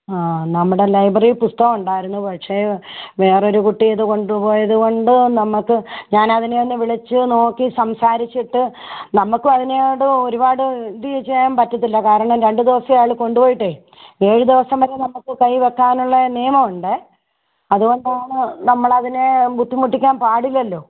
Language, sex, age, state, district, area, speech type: Malayalam, female, 60+, Kerala, Kollam, rural, conversation